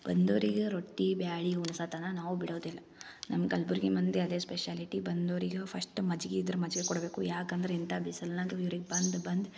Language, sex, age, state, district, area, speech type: Kannada, female, 18-30, Karnataka, Gulbarga, urban, spontaneous